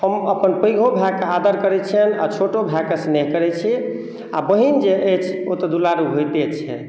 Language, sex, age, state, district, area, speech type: Maithili, male, 60+, Bihar, Madhubani, urban, spontaneous